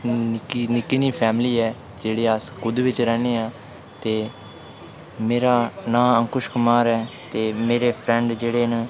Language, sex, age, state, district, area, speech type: Dogri, male, 18-30, Jammu and Kashmir, Udhampur, rural, spontaneous